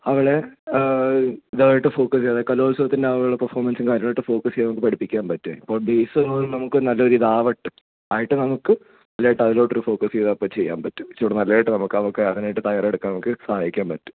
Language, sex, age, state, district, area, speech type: Malayalam, male, 18-30, Kerala, Kottayam, rural, conversation